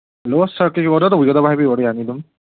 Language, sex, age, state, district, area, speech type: Manipuri, male, 18-30, Manipur, Kangpokpi, urban, conversation